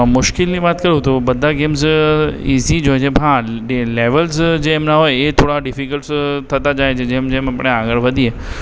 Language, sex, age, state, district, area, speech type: Gujarati, male, 18-30, Gujarat, Aravalli, urban, spontaneous